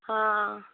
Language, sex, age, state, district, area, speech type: Odia, female, 18-30, Odisha, Malkangiri, urban, conversation